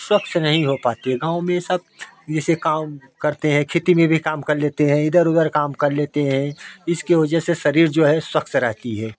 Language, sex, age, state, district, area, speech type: Hindi, male, 45-60, Uttar Pradesh, Jaunpur, rural, spontaneous